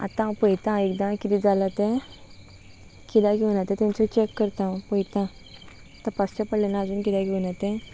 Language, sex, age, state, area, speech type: Goan Konkani, female, 18-30, Goa, rural, spontaneous